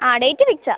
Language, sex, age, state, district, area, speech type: Malayalam, female, 18-30, Kerala, Kottayam, rural, conversation